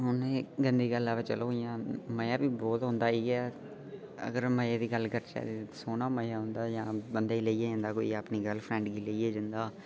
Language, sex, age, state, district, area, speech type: Dogri, male, 18-30, Jammu and Kashmir, Udhampur, rural, spontaneous